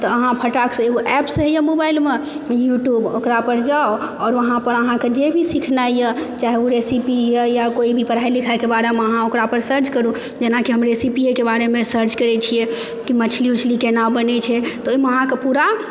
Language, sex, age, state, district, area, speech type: Maithili, female, 30-45, Bihar, Supaul, rural, spontaneous